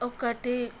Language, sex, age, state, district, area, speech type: Telugu, female, 18-30, Andhra Pradesh, Visakhapatnam, urban, read